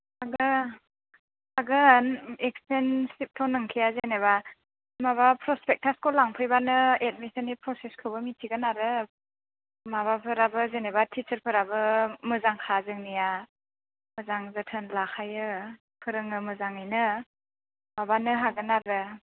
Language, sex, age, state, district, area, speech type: Bodo, female, 18-30, Assam, Kokrajhar, rural, conversation